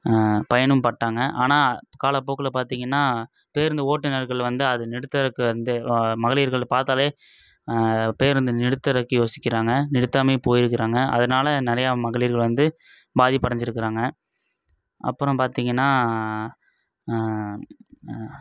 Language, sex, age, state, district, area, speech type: Tamil, male, 18-30, Tamil Nadu, Coimbatore, urban, spontaneous